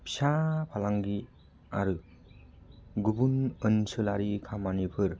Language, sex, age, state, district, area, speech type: Bodo, male, 30-45, Assam, Kokrajhar, rural, spontaneous